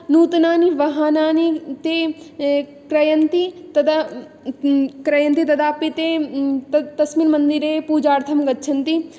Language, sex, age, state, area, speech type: Sanskrit, female, 18-30, Rajasthan, urban, spontaneous